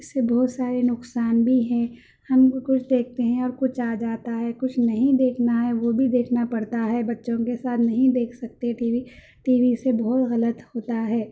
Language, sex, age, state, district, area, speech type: Urdu, female, 30-45, Telangana, Hyderabad, urban, spontaneous